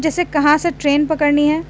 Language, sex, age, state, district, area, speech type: Urdu, female, 18-30, Delhi, North East Delhi, urban, spontaneous